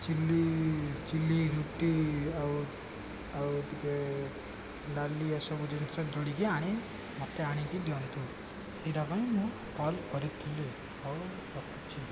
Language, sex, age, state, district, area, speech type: Odia, male, 18-30, Odisha, Koraput, urban, spontaneous